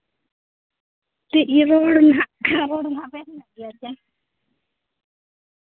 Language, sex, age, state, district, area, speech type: Santali, female, 30-45, Jharkhand, Seraikela Kharsawan, rural, conversation